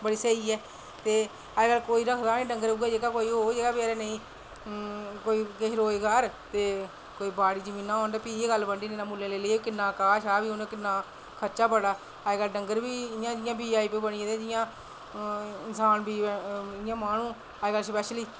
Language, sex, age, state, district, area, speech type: Dogri, female, 45-60, Jammu and Kashmir, Reasi, rural, spontaneous